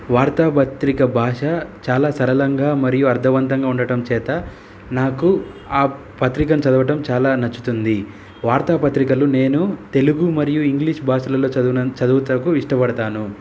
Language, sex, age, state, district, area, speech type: Telugu, male, 30-45, Telangana, Hyderabad, urban, spontaneous